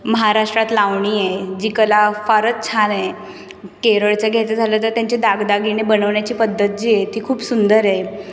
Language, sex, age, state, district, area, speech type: Marathi, female, 18-30, Maharashtra, Mumbai City, urban, spontaneous